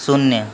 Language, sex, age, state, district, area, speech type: Hindi, male, 18-30, Uttar Pradesh, Mau, urban, read